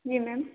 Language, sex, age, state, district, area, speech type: Hindi, female, 18-30, Madhya Pradesh, Harda, urban, conversation